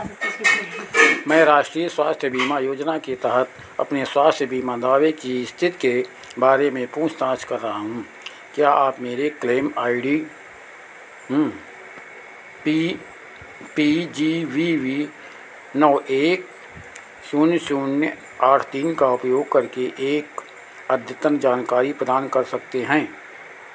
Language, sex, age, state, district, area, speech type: Hindi, male, 60+, Uttar Pradesh, Sitapur, rural, read